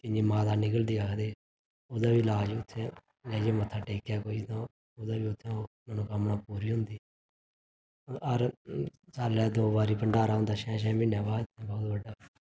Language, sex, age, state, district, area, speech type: Dogri, male, 30-45, Jammu and Kashmir, Reasi, urban, spontaneous